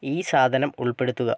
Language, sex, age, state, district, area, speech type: Malayalam, male, 45-60, Kerala, Wayanad, rural, read